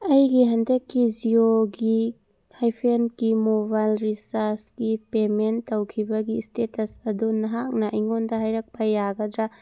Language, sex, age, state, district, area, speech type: Manipuri, female, 30-45, Manipur, Churachandpur, urban, read